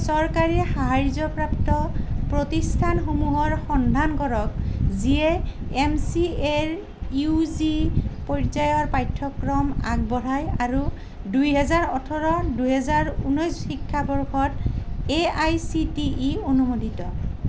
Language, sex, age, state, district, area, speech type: Assamese, female, 45-60, Assam, Nalbari, rural, read